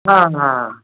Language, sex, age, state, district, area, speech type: Bengali, male, 18-30, West Bengal, Darjeeling, rural, conversation